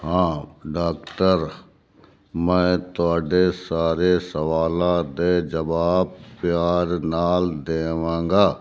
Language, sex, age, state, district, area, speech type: Punjabi, male, 60+, Punjab, Fazilka, rural, read